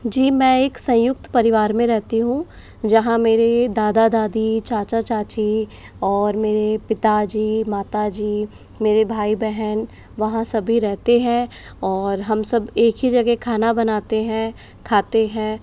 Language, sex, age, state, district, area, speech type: Hindi, female, 45-60, Rajasthan, Jaipur, urban, spontaneous